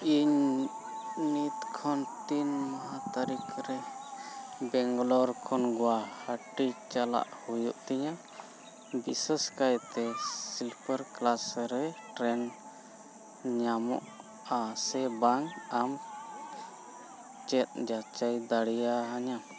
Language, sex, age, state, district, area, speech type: Santali, male, 45-60, Jharkhand, Bokaro, rural, read